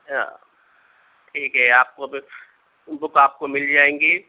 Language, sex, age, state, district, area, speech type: Urdu, male, 45-60, Telangana, Hyderabad, urban, conversation